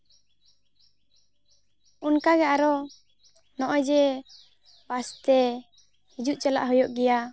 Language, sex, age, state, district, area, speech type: Santali, female, 18-30, West Bengal, Jhargram, rural, spontaneous